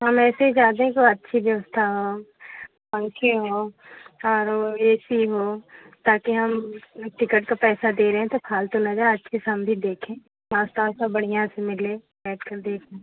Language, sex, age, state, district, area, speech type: Hindi, female, 45-60, Uttar Pradesh, Jaunpur, rural, conversation